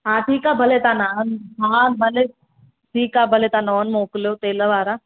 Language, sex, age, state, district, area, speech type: Sindhi, female, 30-45, Madhya Pradesh, Katni, rural, conversation